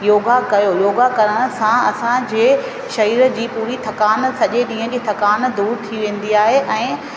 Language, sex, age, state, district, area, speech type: Sindhi, female, 30-45, Rajasthan, Ajmer, rural, spontaneous